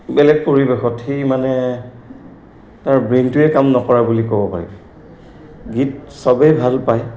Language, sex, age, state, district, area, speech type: Assamese, male, 60+, Assam, Goalpara, urban, spontaneous